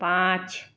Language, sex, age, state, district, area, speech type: Hindi, female, 30-45, Rajasthan, Jaipur, urban, read